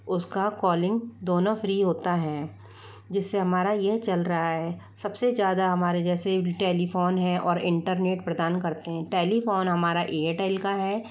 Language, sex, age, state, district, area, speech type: Hindi, female, 45-60, Rajasthan, Jaipur, urban, spontaneous